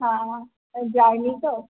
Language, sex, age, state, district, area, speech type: Bengali, female, 18-30, West Bengal, Purulia, urban, conversation